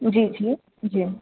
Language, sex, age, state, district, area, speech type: Sindhi, female, 30-45, Uttar Pradesh, Lucknow, urban, conversation